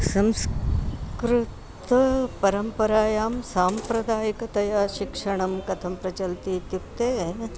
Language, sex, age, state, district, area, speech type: Sanskrit, female, 60+, Karnataka, Bangalore Urban, rural, spontaneous